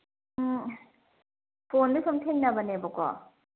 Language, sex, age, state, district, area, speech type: Manipuri, female, 30-45, Manipur, Senapati, rural, conversation